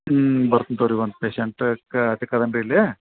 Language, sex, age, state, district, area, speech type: Kannada, male, 45-60, Karnataka, Dharwad, rural, conversation